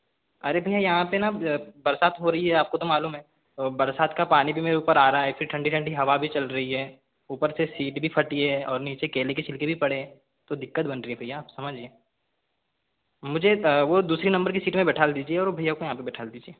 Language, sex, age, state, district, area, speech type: Hindi, male, 18-30, Madhya Pradesh, Balaghat, rural, conversation